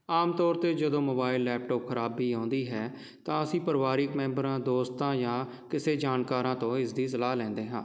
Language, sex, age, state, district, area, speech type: Punjabi, male, 30-45, Punjab, Jalandhar, urban, spontaneous